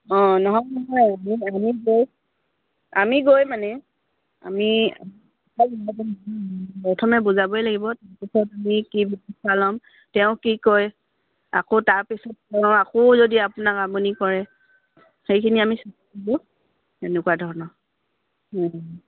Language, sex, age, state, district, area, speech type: Assamese, female, 45-60, Assam, Dibrugarh, rural, conversation